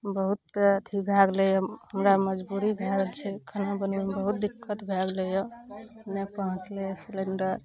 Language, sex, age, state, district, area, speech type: Maithili, female, 30-45, Bihar, Araria, rural, spontaneous